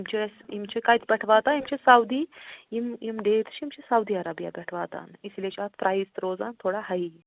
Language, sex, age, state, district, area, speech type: Kashmiri, female, 60+, Jammu and Kashmir, Ganderbal, rural, conversation